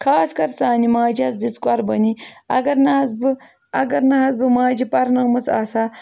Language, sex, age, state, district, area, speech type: Kashmiri, female, 18-30, Jammu and Kashmir, Ganderbal, rural, spontaneous